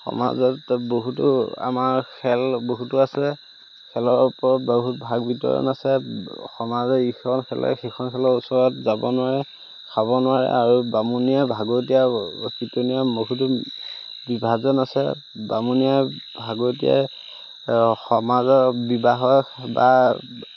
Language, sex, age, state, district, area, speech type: Assamese, male, 30-45, Assam, Majuli, urban, spontaneous